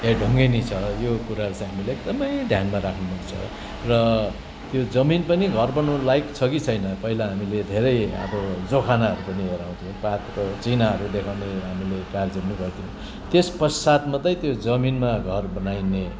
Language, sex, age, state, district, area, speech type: Nepali, male, 60+, West Bengal, Kalimpong, rural, spontaneous